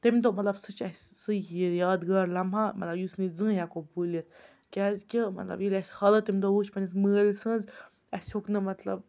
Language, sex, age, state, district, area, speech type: Kashmiri, female, 30-45, Jammu and Kashmir, Baramulla, rural, spontaneous